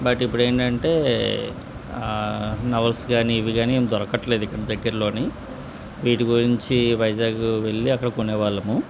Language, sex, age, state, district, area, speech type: Telugu, male, 30-45, Andhra Pradesh, Anakapalli, rural, spontaneous